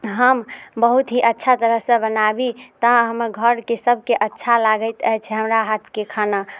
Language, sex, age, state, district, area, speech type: Maithili, female, 18-30, Bihar, Muzaffarpur, rural, spontaneous